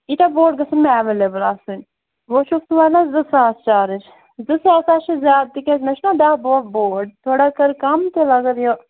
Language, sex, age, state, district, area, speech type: Kashmiri, female, 18-30, Jammu and Kashmir, Bandipora, rural, conversation